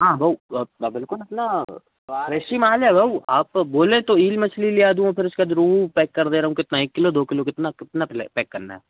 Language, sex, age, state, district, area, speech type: Hindi, male, 18-30, Madhya Pradesh, Seoni, urban, conversation